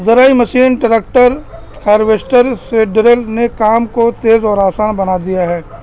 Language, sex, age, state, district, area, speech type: Urdu, male, 30-45, Uttar Pradesh, Balrampur, rural, spontaneous